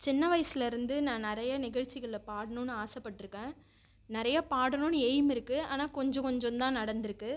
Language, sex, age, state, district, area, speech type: Tamil, female, 30-45, Tamil Nadu, Viluppuram, urban, spontaneous